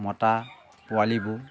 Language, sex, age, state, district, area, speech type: Assamese, male, 60+, Assam, Lakhimpur, urban, spontaneous